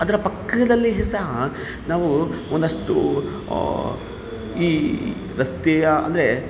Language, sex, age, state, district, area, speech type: Kannada, male, 30-45, Karnataka, Kolar, rural, spontaneous